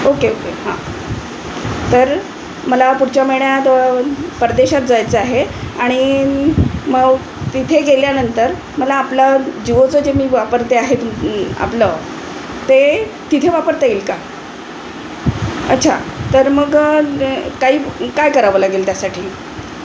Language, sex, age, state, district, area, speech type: Marathi, female, 60+, Maharashtra, Wardha, urban, spontaneous